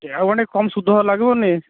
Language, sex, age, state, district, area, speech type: Odia, male, 45-60, Odisha, Boudh, rural, conversation